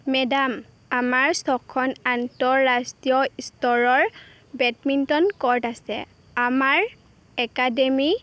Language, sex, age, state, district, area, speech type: Assamese, female, 18-30, Assam, Golaghat, urban, read